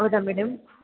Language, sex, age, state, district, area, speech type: Kannada, female, 18-30, Karnataka, Mysore, urban, conversation